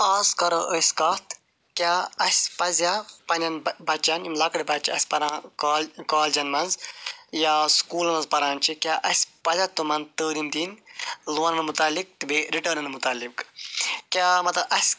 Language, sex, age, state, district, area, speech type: Kashmiri, male, 45-60, Jammu and Kashmir, Ganderbal, urban, spontaneous